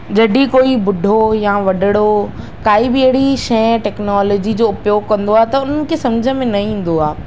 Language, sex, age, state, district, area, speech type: Sindhi, female, 45-60, Madhya Pradesh, Katni, urban, spontaneous